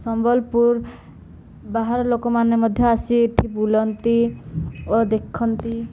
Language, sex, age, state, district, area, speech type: Odia, female, 18-30, Odisha, Koraput, urban, spontaneous